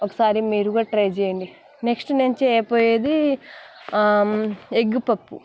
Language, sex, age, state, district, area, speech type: Telugu, female, 18-30, Telangana, Nalgonda, rural, spontaneous